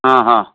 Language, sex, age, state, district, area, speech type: Odia, male, 60+, Odisha, Kendujhar, urban, conversation